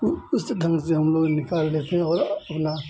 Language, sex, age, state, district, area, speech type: Hindi, male, 45-60, Bihar, Madhepura, rural, spontaneous